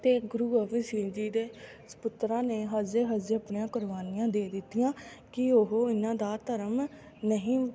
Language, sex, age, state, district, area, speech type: Punjabi, female, 18-30, Punjab, Fatehgarh Sahib, rural, spontaneous